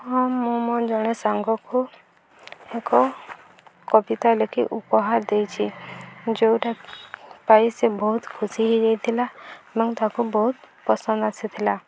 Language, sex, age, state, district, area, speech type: Odia, female, 18-30, Odisha, Subarnapur, rural, spontaneous